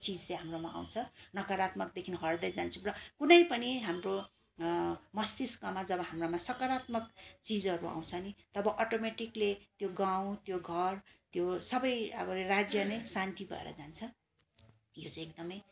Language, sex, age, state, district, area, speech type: Nepali, female, 45-60, West Bengal, Darjeeling, rural, spontaneous